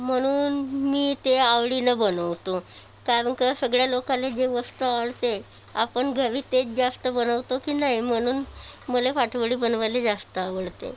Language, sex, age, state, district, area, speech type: Marathi, female, 30-45, Maharashtra, Nagpur, urban, spontaneous